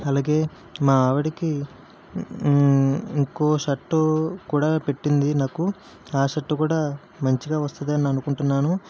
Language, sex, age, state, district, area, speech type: Telugu, male, 45-60, Andhra Pradesh, Kakinada, urban, spontaneous